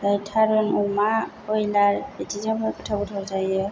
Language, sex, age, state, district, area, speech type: Bodo, female, 30-45, Assam, Chirang, rural, spontaneous